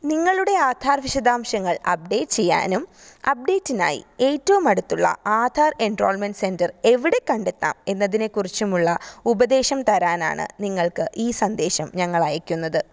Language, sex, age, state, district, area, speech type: Malayalam, female, 18-30, Kerala, Thiruvananthapuram, rural, spontaneous